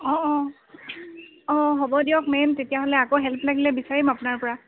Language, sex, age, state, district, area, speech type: Assamese, female, 18-30, Assam, Tinsukia, urban, conversation